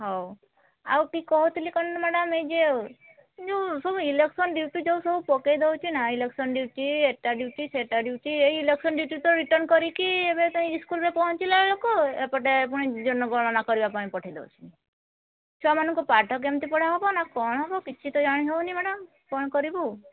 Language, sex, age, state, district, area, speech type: Odia, female, 18-30, Odisha, Mayurbhanj, rural, conversation